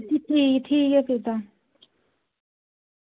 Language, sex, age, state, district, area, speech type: Dogri, female, 60+, Jammu and Kashmir, Reasi, rural, conversation